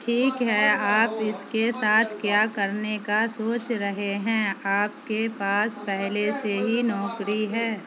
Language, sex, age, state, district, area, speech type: Urdu, female, 45-60, Bihar, Supaul, rural, read